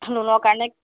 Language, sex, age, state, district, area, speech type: Assamese, female, 30-45, Assam, Jorhat, urban, conversation